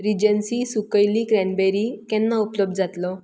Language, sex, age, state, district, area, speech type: Goan Konkani, female, 30-45, Goa, Tiswadi, rural, read